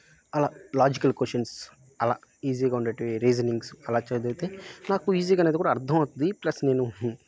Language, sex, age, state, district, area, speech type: Telugu, male, 18-30, Andhra Pradesh, Nellore, rural, spontaneous